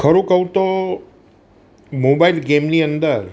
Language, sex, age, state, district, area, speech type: Gujarati, male, 60+, Gujarat, Surat, urban, spontaneous